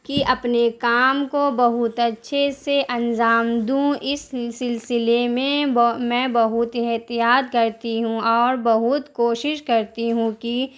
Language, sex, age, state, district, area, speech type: Urdu, female, 30-45, Bihar, Darbhanga, rural, spontaneous